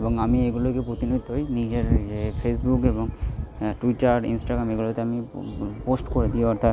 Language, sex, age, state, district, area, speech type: Bengali, male, 18-30, West Bengal, Purba Bardhaman, rural, spontaneous